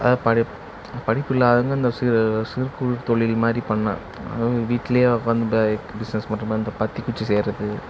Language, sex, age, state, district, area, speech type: Tamil, male, 18-30, Tamil Nadu, Namakkal, rural, spontaneous